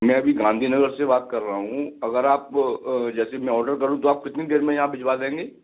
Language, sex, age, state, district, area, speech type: Hindi, male, 30-45, Madhya Pradesh, Gwalior, rural, conversation